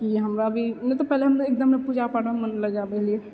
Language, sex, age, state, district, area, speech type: Maithili, female, 18-30, Bihar, Purnia, rural, spontaneous